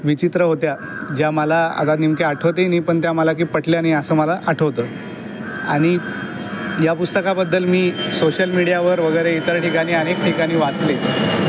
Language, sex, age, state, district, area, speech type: Marathi, male, 18-30, Maharashtra, Aurangabad, urban, spontaneous